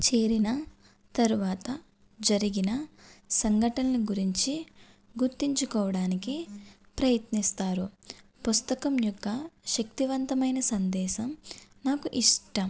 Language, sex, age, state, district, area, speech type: Telugu, female, 30-45, Andhra Pradesh, West Godavari, rural, spontaneous